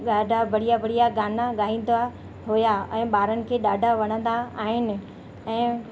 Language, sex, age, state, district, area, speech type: Sindhi, female, 30-45, Madhya Pradesh, Katni, urban, spontaneous